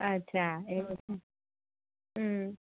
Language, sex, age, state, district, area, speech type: Gujarati, female, 18-30, Gujarat, Valsad, rural, conversation